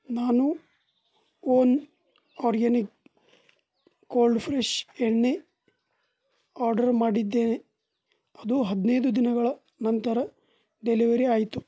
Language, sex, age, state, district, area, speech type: Kannada, male, 30-45, Karnataka, Bidar, rural, read